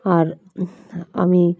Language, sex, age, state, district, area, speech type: Bengali, female, 45-60, West Bengal, Dakshin Dinajpur, urban, spontaneous